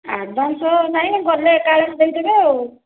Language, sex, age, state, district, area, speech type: Odia, female, 30-45, Odisha, Khordha, rural, conversation